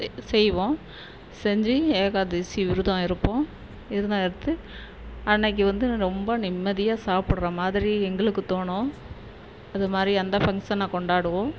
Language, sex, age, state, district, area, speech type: Tamil, female, 45-60, Tamil Nadu, Perambalur, rural, spontaneous